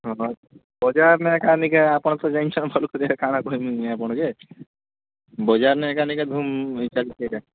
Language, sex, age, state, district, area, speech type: Odia, male, 18-30, Odisha, Kalahandi, rural, conversation